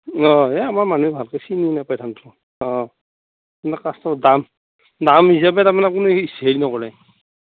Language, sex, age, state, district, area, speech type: Assamese, male, 60+, Assam, Darrang, rural, conversation